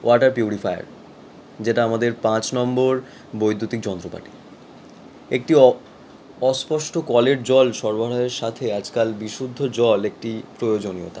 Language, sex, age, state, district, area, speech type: Bengali, male, 18-30, West Bengal, Howrah, urban, spontaneous